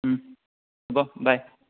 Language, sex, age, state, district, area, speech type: Assamese, male, 18-30, Assam, Sonitpur, rural, conversation